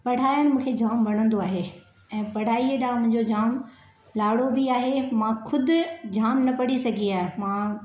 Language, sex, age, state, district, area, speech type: Sindhi, female, 60+, Maharashtra, Thane, urban, spontaneous